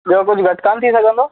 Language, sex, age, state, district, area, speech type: Sindhi, male, 18-30, Rajasthan, Ajmer, urban, conversation